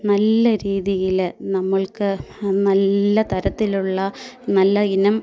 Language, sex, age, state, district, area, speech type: Malayalam, female, 30-45, Kerala, Kottayam, urban, spontaneous